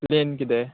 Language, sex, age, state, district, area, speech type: Goan Konkani, male, 18-30, Goa, Murmgao, urban, conversation